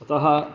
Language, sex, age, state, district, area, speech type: Sanskrit, male, 30-45, Karnataka, Shimoga, rural, spontaneous